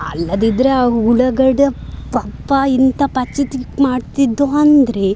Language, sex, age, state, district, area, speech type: Kannada, female, 18-30, Karnataka, Dakshina Kannada, urban, spontaneous